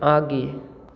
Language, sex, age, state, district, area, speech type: Hindi, male, 18-30, Bihar, Begusarai, rural, read